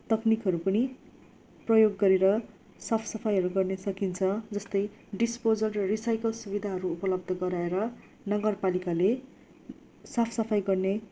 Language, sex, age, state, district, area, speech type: Nepali, female, 30-45, West Bengal, Darjeeling, rural, spontaneous